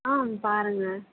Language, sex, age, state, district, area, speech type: Tamil, female, 18-30, Tamil Nadu, Tirupattur, urban, conversation